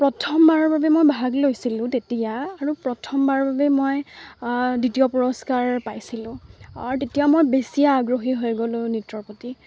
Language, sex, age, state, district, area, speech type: Assamese, female, 18-30, Assam, Lakhimpur, urban, spontaneous